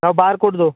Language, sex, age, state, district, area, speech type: Hindi, male, 18-30, Rajasthan, Bharatpur, urban, conversation